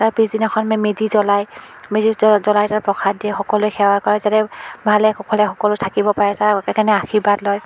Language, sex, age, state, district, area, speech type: Assamese, female, 45-60, Assam, Biswanath, rural, spontaneous